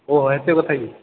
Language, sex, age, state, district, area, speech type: Odia, male, 18-30, Odisha, Sambalpur, rural, conversation